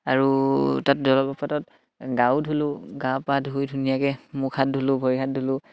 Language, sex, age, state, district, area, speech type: Assamese, male, 18-30, Assam, Sivasagar, rural, spontaneous